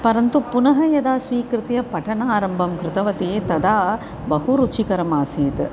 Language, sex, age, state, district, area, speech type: Sanskrit, female, 45-60, Tamil Nadu, Chennai, urban, spontaneous